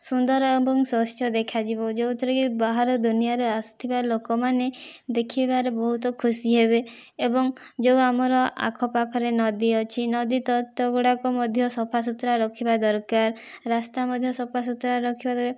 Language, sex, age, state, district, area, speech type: Odia, female, 18-30, Odisha, Kandhamal, rural, spontaneous